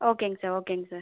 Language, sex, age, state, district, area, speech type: Tamil, female, 30-45, Tamil Nadu, Viluppuram, urban, conversation